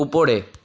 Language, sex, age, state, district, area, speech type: Bengali, male, 30-45, West Bengal, Paschim Bardhaman, rural, read